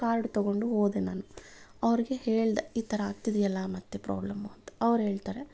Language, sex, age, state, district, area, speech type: Kannada, female, 30-45, Karnataka, Bangalore Urban, urban, spontaneous